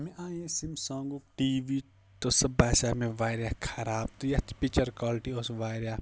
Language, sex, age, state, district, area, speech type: Kashmiri, male, 30-45, Jammu and Kashmir, Kupwara, rural, spontaneous